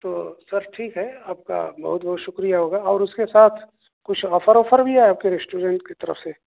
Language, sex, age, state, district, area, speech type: Urdu, male, 30-45, Bihar, East Champaran, rural, conversation